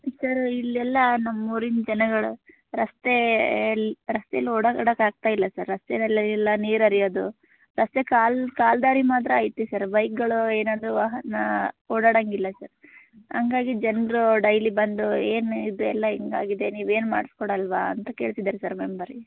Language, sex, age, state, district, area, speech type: Kannada, female, 18-30, Karnataka, Koppal, rural, conversation